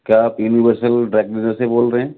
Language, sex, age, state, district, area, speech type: Urdu, male, 60+, Delhi, South Delhi, urban, conversation